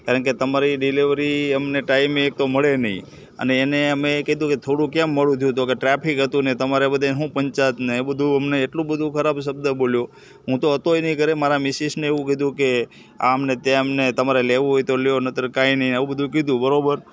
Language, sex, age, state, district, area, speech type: Gujarati, male, 30-45, Gujarat, Morbi, urban, spontaneous